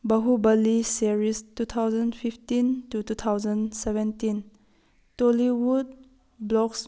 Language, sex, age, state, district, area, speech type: Manipuri, female, 30-45, Manipur, Tengnoupal, rural, spontaneous